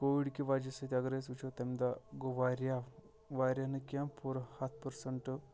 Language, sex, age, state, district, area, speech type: Kashmiri, male, 18-30, Jammu and Kashmir, Shopian, urban, spontaneous